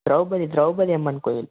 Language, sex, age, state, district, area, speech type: Tamil, male, 18-30, Tamil Nadu, Salem, rural, conversation